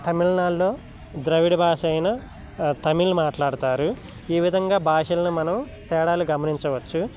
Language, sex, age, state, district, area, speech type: Telugu, male, 18-30, Telangana, Khammam, urban, spontaneous